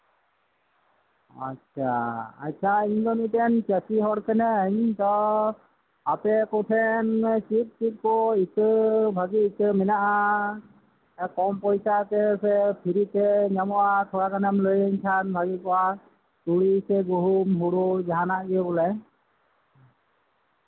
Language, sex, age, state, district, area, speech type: Santali, male, 45-60, West Bengal, Birbhum, rural, conversation